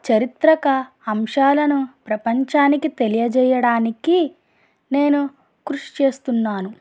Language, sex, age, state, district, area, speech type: Telugu, female, 30-45, Andhra Pradesh, East Godavari, rural, spontaneous